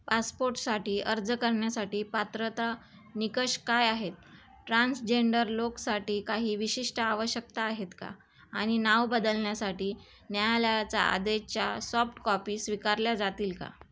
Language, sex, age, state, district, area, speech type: Marathi, female, 30-45, Maharashtra, Thane, urban, read